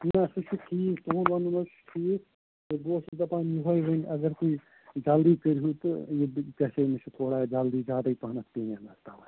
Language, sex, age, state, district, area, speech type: Kashmiri, male, 18-30, Jammu and Kashmir, Srinagar, urban, conversation